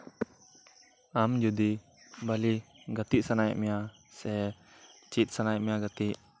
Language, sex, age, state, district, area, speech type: Santali, male, 18-30, West Bengal, Birbhum, rural, spontaneous